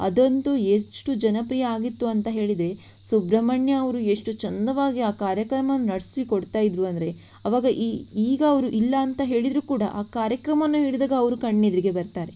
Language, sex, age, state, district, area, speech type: Kannada, female, 18-30, Karnataka, Shimoga, rural, spontaneous